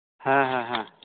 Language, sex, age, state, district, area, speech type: Santali, male, 30-45, West Bengal, Malda, rural, conversation